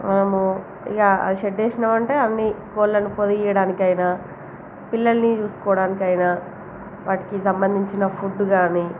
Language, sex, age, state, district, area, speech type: Telugu, female, 30-45, Telangana, Jagtial, rural, spontaneous